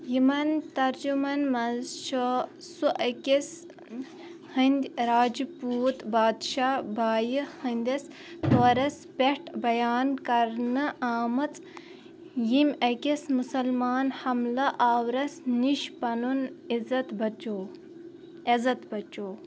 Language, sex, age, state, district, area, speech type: Kashmiri, female, 18-30, Jammu and Kashmir, Baramulla, rural, read